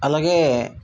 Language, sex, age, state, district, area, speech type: Telugu, male, 45-60, Andhra Pradesh, Vizianagaram, rural, spontaneous